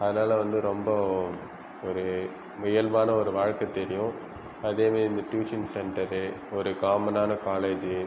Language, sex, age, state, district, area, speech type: Tamil, male, 18-30, Tamil Nadu, Viluppuram, urban, spontaneous